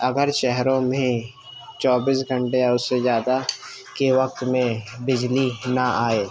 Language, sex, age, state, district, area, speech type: Urdu, male, 30-45, Uttar Pradesh, Gautam Buddha Nagar, urban, spontaneous